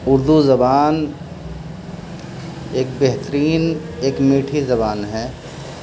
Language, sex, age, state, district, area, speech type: Urdu, male, 60+, Uttar Pradesh, Muzaffarnagar, urban, spontaneous